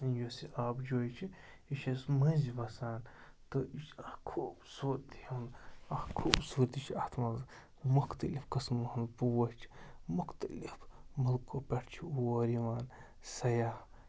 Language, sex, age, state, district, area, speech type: Kashmiri, male, 30-45, Jammu and Kashmir, Srinagar, urban, spontaneous